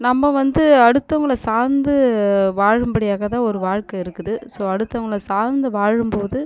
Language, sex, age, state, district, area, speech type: Tamil, female, 30-45, Tamil Nadu, Viluppuram, urban, spontaneous